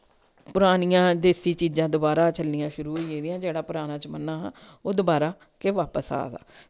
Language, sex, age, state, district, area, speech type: Dogri, female, 45-60, Jammu and Kashmir, Samba, rural, spontaneous